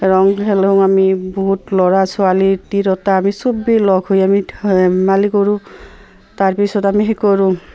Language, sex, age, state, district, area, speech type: Assamese, female, 45-60, Assam, Barpeta, rural, spontaneous